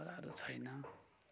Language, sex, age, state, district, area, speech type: Nepali, male, 60+, West Bengal, Kalimpong, rural, spontaneous